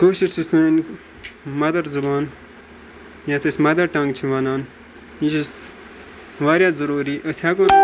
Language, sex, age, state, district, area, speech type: Kashmiri, male, 18-30, Jammu and Kashmir, Ganderbal, rural, spontaneous